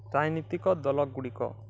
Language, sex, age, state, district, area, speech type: Odia, male, 18-30, Odisha, Balangir, urban, spontaneous